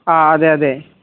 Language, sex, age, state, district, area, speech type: Malayalam, male, 18-30, Kerala, Malappuram, rural, conversation